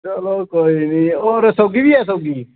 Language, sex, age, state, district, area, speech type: Dogri, male, 30-45, Jammu and Kashmir, Reasi, urban, conversation